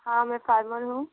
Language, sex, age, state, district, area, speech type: Hindi, female, 18-30, Uttar Pradesh, Sonbhadra, rural, conversation